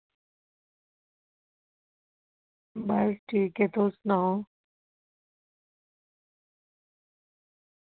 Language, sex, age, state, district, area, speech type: Dogri, female, 30-45, Jammu and Kashmir, Reasi, urban, conversation